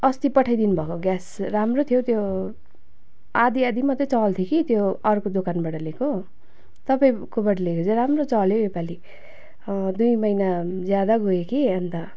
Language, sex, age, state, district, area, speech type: Nepali, female, 30-45, West Bengal, Darjeeling, rural, spontaneous